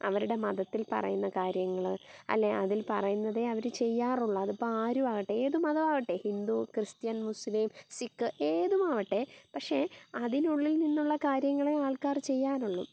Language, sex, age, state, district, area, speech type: Malayalam, female, 30-45, Kerala, Kottayam, rural, spontaneous